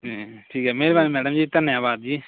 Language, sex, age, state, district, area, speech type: Punjabi, male, 30-45, Punjab, Pathankot, rural, conversation